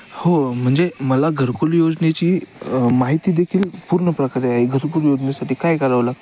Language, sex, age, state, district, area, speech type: Marathi, male, 18-30, Maharashtra, Ahmednagar, rural, spontaneous